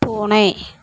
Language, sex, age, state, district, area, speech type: Tamil, female, 30-45, Tamil Nadu, Dharmapuri, rural, read